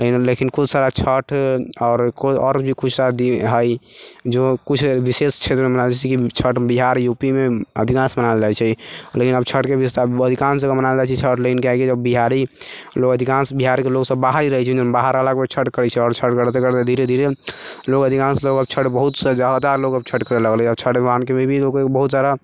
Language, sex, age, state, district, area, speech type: Maithili, male, 45-60, Bihar, Sitamarhi, urban, spontaneous